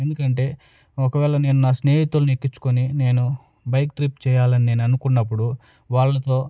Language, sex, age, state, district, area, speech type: Telugu, male, 30-45, Andhra Pradesh, Nellore, rural, spontaneous